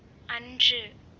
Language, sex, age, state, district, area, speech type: Tamil, female, 45-60, Tamil Nadu, Pudukkottai, rural, read